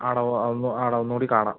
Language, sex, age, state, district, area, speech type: Malayalam, male, 18-30, Kerala, Palakkad, rural, conversation